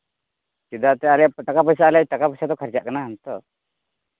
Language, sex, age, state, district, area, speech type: Santali, male, 18-30, Jharkhand, Pakur, rural, conversation